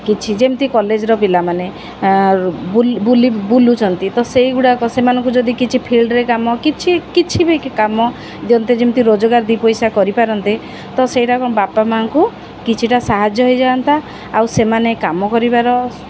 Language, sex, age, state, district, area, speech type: Odia, female, 45-60, Odisha, Sundergarh, urban, spontaneous